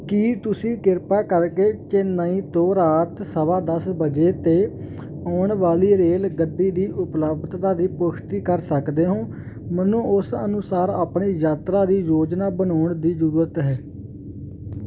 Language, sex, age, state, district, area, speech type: Punjabi, male, 18-30, Punjab, Hoshiarpur, rural, read